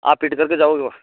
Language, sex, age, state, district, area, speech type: Hindi, male, 30-45, Rajasthan, Nagaur, rural, conversation